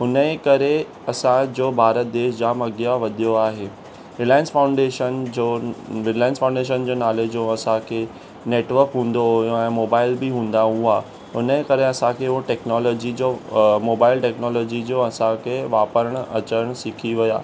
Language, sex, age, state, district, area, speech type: Sindhi, male, 18-30, Maharashtra, Mumbai Suburban, urban, spontaneous